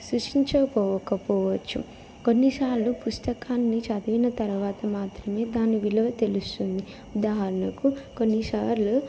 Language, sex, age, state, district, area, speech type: Telugu, female, 18-30, Telangana, Jangaon, rural, spontaneous